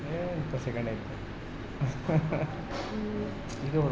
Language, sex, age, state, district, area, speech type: Kannada, male, 30-45, Karnataka, Bidar, urban, spontaneous